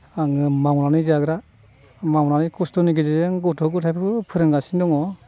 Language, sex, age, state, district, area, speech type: Bodo, male, 60+, Assam, Chirang, rural, spontaneous